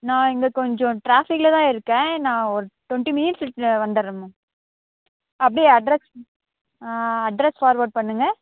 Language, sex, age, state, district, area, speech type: Tamil, female, 18-30, Tamil Nadu, Krishnagiri, rural, conversation